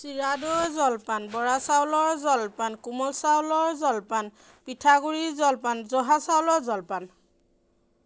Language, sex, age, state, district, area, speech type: Assamese, female, 30-45, Assam, Majuli, urban, spontaneous